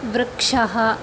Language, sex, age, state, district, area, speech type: Sanskrit, female, 18-30, Tamil Nadu, Dharmapuri, rural, read